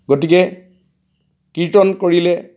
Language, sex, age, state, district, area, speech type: Assamese, male, 45-60, Assam, Golaghat, urban, spontaneous